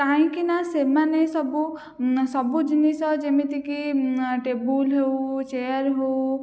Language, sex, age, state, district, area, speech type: Odia, female, 18-30, Odisha, Jajpur, rural, spontaneous